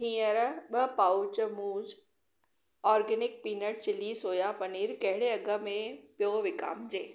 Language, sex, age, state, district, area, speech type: Sindhi, female, 45-60, Maharashtra, Thane, urban, read